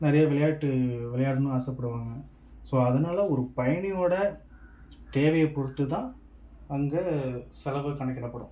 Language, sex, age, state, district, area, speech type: Tamil, male, 45-60, Tamil Nadu, Mayiladuthurai, rural, spontaneous